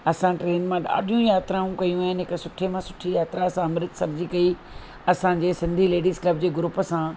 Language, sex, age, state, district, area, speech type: Sindhi, female, 45-60, Rajasthan, Ajmer, urban, spontaneous